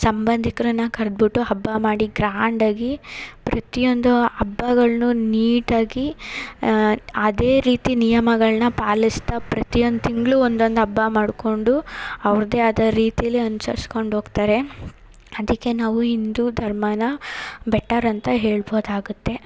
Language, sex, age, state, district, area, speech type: Kannada, female, 30-45, Karnataka, Hassan, urban, spontaneous